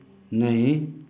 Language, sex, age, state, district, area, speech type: Hindi, male, 60+, Uttar Pradesh, Mau, rural, read